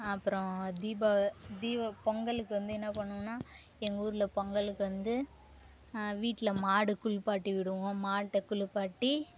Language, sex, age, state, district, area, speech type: Tamil, female, 18-30, Tamil Nadu, Kallakurichi, rural, spontaneous